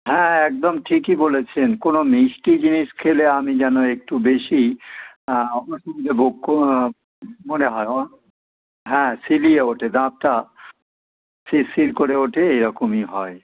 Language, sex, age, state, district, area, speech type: Bengali, male, 60+, West Bengal, Dakshin Dinajpur, rural, conversation